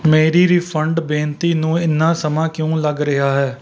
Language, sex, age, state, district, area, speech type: Punjabi, male, 30-45, Punjab, Rupnagar, rural, read